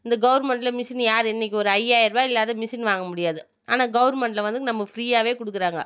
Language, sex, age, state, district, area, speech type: Tamil, female, 30-45, Tamil Nadu, Viluppuram, rural, spontaneous